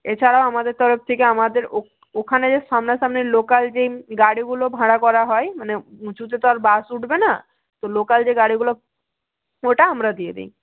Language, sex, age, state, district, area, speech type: Bengali, female, 18-30, West Bengal, Jalpaiguri, rural, conversation